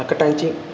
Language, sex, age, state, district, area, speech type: Telugu, male, 18-30, Andhra Pradesh, Sri Balaji, rural, spontaneous